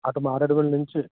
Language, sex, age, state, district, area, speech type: Telugu, male, 30-45, Andhra Pradesh, Alluri Sitarama Raju, rural, conversation